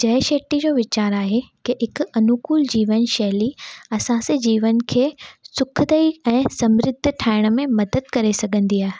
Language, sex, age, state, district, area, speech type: Sindhi, female, 18-30, Gujarat, Surat, urban, spontaneous